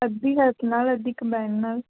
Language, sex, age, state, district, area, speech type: Punjabi, female, 18-30, Punjab, Patiala, rural, conversation